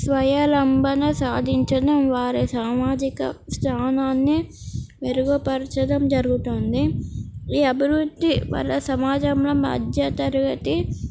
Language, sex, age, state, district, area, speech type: Telugu, female, 18-30, Telangana, Komaram Bheem, urban, spontaneous